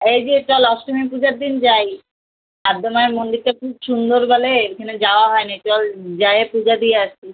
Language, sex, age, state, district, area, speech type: Bengali, female, 18-30, West Bengal, Alipurduar, rural, conversation